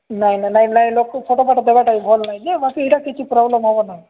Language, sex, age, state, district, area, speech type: Odia, male, 45-60, Odisha, Nabarangpur, rural, conversation